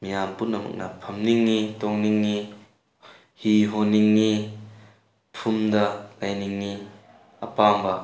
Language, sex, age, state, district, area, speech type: Manipuri, male, 18-30, Manipur, Tengnoupal, rural, spontaneous